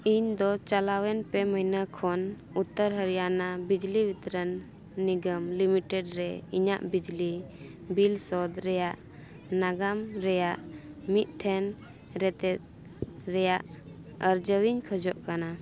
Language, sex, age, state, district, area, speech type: Santali, female, 18-30, Jharkhand, Bokaro, rural, read